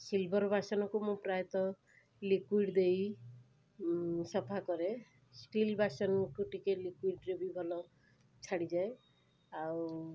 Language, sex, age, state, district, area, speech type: Odia, female, 30-45, Odisha, Cuttack, urban, spontaneous